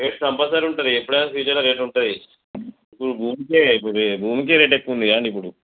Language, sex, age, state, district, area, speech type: Telugu, male, 30-45, Telangana, Mancherial, rural, conversation